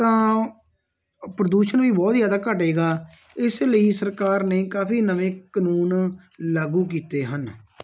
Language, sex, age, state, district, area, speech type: Punjabi, male, 18-30, Punjab, Muktsar, rural, spontaneous